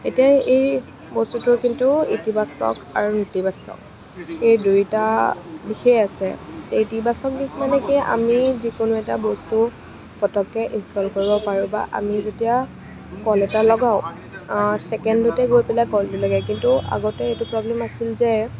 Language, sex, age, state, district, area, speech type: Assamese, female, 18-30, Assam, Kamrup Metropolitan, urban, spontaneous